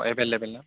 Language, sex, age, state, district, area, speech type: Bodo, male, 30-45, Assam, Chirang, urban, conversation